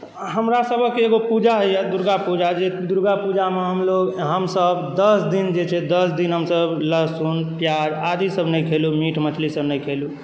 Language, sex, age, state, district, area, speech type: Maithili, male, 18-30, Bihar, Saharsa, rural, spontaneous